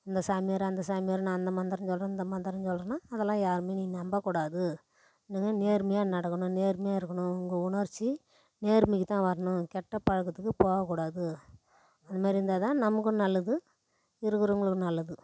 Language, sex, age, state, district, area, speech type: Tamil, female, 60+, Tamil Nadu, Tiruvannamalai, rural, spontaneous